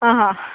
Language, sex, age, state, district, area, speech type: Goan Konkani, female, 18-30, Goa, Tiswadi, rural, conversation